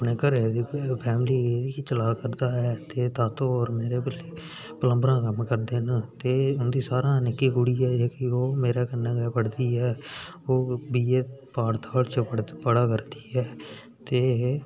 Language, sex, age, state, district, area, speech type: Dogri, male, 18-30, Jammu and Kashmir, Udhampur, rural, spontaneous